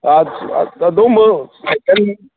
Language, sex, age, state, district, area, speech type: Manipuri, male, 45-60, Manipur, Churachandpur, urban, conversation